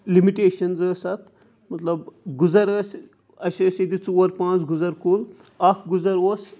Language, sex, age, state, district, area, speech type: Kashmiri, male, 45-60, Jammu and Kashmir, Srinagar, urban, spontaneous